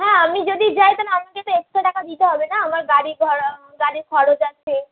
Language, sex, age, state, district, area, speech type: Bengali, female, 18-30, West Bengal, Howrah, urban, conversation